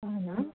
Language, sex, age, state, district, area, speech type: Telugu, female, 60+, Telangana, Hyderabad, urban, conversation